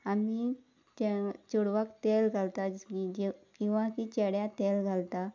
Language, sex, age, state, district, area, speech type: Goan Konkani, female, 30-45, Goa, Quepem, rural, spontaneous